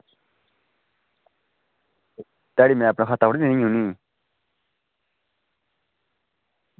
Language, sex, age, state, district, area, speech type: Dogri, male, 30-45, Jammu and Kashmir, Udhampur, rural, conversation